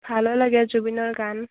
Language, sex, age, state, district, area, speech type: Assamese, female, 18-30, Assam, Barpeta, rural, conversation